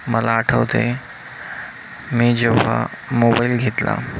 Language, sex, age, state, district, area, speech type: Marathi, male, 30-45, Maharashtra, Amravati, urban, spontaneous